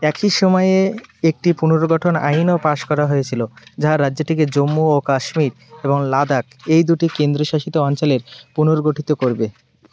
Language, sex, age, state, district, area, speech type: Bengali, male, 18-30, West Bengal, Birbhum, urban, read